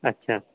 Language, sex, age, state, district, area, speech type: Dogri, male, 30-45, Jammu and Kashmir, Udhampur, urban, conversation